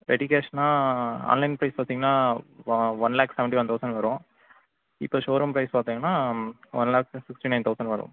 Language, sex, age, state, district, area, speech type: Tamil, male, 18-30, Tamil Nadu, Mayiladuthurai, rural, conversation